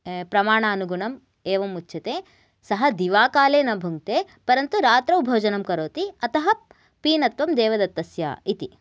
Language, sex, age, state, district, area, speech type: Sanskrit, female, 18-30, Karnataka, Gadag, urban, spontaneous